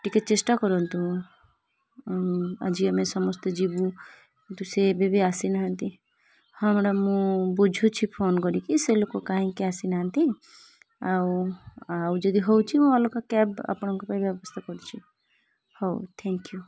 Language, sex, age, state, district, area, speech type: Odia, female, 30-45, Odisha, Malkangiri, urban, spontaneous